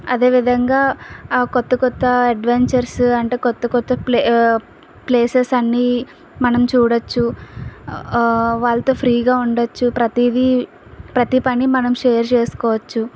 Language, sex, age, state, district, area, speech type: Telugu, female, 18-30, Andhra Pradesh, Visakhapatnam, rural, spontaneous